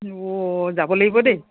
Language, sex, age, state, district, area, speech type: Assamese, female, 45-60, Assam, Charaideo, urban, conversation